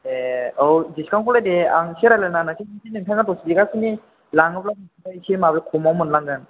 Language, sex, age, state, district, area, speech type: Bodo, male, 18-30, Assam, Chirang, rural, conversation